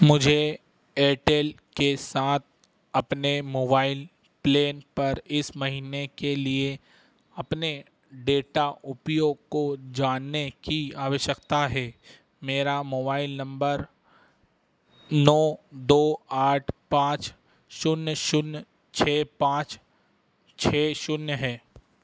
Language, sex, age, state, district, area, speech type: Hindi, male, 30-45, Madhya Pradesh, Harda, urban, read